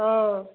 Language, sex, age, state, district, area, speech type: Assamese, female, 45-60, Assam, Morigaon, rural, conversation